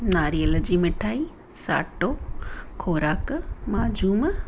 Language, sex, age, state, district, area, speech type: Sindhi, female, 45-60, Gujarat, Kutch, rural, spontaneous